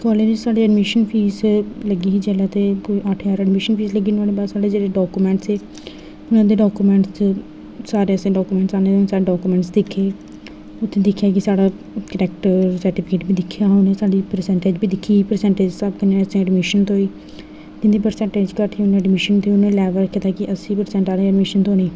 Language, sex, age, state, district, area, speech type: Dogri, female, 18-30, Jammu and Kashmir, Jammu, rural, spontaneous